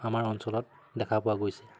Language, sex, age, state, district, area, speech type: Assamese, male, 18-30, Assam, Sivasagar, urban, spontaneous